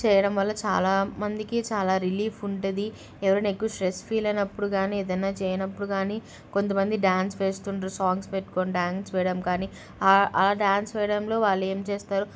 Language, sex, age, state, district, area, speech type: Telugu, female, 18-30, Andhra Pradesh, Kadapa, urban, spontaneous